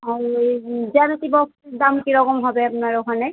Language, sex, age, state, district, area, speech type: Bengali, female, 30-45, West Bengal, Murshidabad, rural, conversation